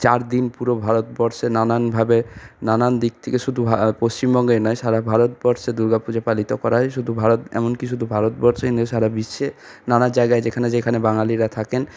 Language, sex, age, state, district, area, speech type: Bengali, male, 45-60, West Bengal, Purulia, urban, spontaneous